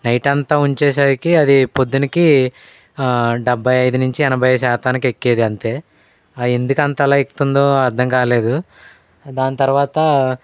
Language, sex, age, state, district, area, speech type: Telugu, male, 18-30, Andhra Pradesh, Eluru, rural, spontaneous